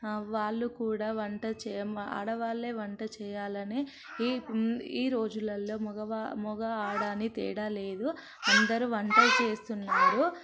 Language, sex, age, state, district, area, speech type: Telugu, female, 45-60, Telangana, Ranga Reddy, urban, spontaneous